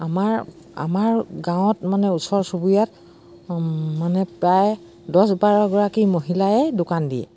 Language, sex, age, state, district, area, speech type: Assamese, female, 60+, Assam, Dibrugarh, rural, spontaneous